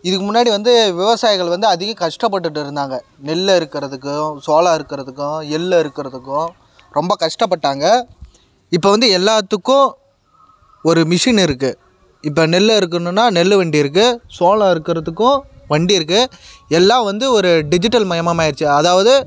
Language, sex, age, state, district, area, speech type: Tamil, male, 18-30, Tamil Nadu, Kallakurichi, urban, spontaneous